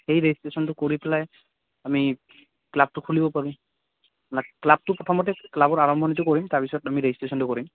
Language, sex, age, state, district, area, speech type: Assamese, male, 18-30, Assam, Goalpara, rural, conversation